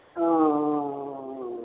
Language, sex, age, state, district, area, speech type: Kannada, male, 60+, Karnataka, Chamarajanagar, rural, conversation